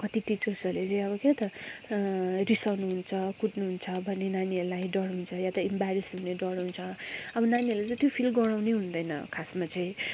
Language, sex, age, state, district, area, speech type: Nepali, female, 45-60, West Bengal, Darjeeling, rural, spontaneous